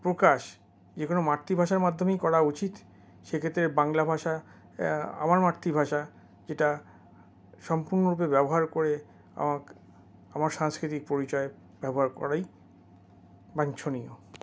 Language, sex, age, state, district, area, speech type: Bengali, male, 60+, West Bengal, Paschim Bardhaman, urban, spontaneous